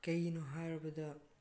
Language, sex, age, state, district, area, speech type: Manipuri, male, 18-30, Manipur, Tengnoupal, rural, spontaneous